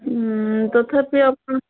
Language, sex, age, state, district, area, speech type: Odia, female, 18-30, Odisha, Sundergarh, urban, conversation